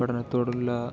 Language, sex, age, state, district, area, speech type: Malayalam, male, 30-45, Kerala, Palakkad, urban, spontaneous